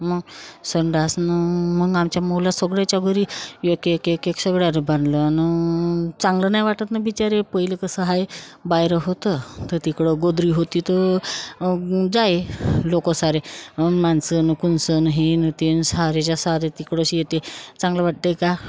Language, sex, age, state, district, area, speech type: Marathi, female, 30-45, Maharashtra, Wardha, rural, spontaneous